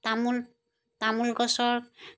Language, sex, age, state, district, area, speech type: Assamese, female, 60+, Assam, Dibrugarh, rural, spontaneous